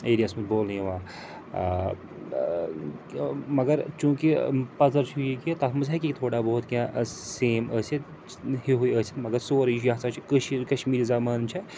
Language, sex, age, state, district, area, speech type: Kashmiri, male, 30-45, Jammu and Kashmir, Srinagar, urban, spontaneous